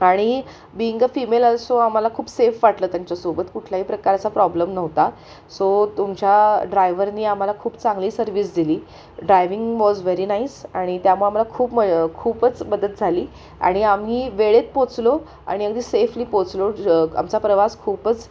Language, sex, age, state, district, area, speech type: Marathi, female, 18-30, Maharashtra, Sangli, urban, spontaneous